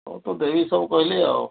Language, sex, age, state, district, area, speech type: Odia, male, 60+, Odisha, Mayurbhanj, rural, conversation